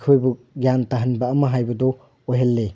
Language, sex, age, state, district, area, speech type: Manipuri, male, 30-45, Manipur, Thoubal, rural, spontaneous